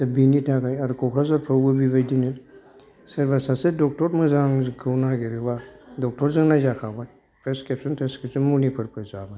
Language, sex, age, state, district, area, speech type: Bodo, male, 60+, Assam, Kokrajhar, urban, spontaneous